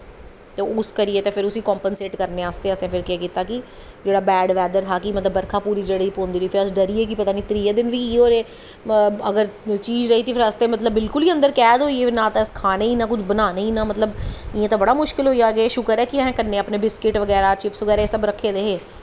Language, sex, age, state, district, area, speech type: Dogri, female, 30-45, Jammu and Kashmir, Jammu, urban, spontaneous